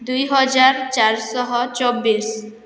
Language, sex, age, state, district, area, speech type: Odia, female, 18-30, Odisha, Boudh, rural, spontaneous